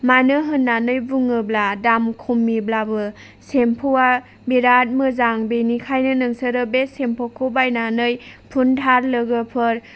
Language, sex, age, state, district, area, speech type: Bodo, female, 30-45, Assam, Chirang, rural, spontaneous